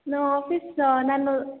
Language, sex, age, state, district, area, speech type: Kannada, female, 18-30, Karnataka, Hassan, urban, conversation